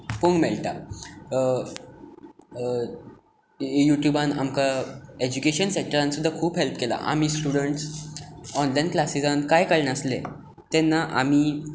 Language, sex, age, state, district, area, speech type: Goan Konkani, male, 18-30, Goa, Tiswadi, rural, spontaneous